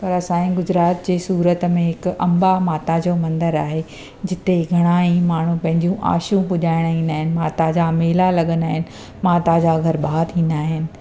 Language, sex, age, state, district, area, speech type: Sindhi, female, 45-60, Gujarat, Surat, urban, spontaneous